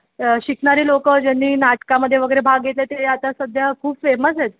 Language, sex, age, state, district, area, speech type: Marathi, female, 18-30, Maharashtra, Mumbai Suburban, urban, conversation